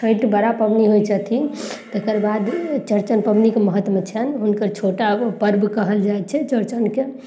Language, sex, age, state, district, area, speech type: Maithili, female, 30-45, Bihar, Samastipur, urban, spontaneous